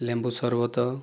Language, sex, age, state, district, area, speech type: Odia, male, 30-45, Odisha, Kandhamal, rural, spontaneous